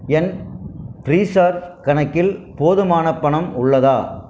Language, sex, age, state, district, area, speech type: Tamil, male, 60+, Tamil Nadu, Krishnagiri, rural, read